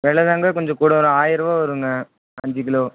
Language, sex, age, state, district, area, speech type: Tamil, male, 18-30, Tamil Nadu, Tiruvarur, urban, conversation